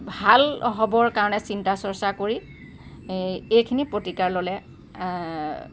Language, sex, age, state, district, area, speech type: Assamese, female, 45-60, Assam, Lakhimpur, rural, spontaneous